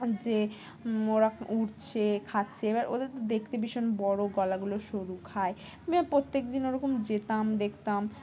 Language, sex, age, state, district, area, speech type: Bengali, female, 18-30, West Bengal, Dakshin Dinajpur, urban, spontaneous